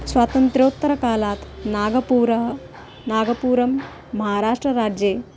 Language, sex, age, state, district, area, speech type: Sanskrit, female, 30-45, Maharashtra, Nagpur, urban, spontaneous